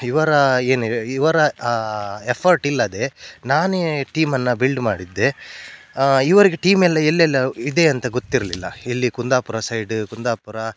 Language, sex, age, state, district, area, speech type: Kannada, male, 30-45, Karnataka, Udupi, rural, spontaneous